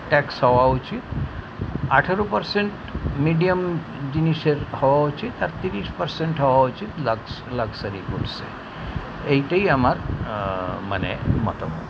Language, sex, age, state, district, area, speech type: Bengali, male, 60+, West Bengal, Kolkata, urban, spontaneous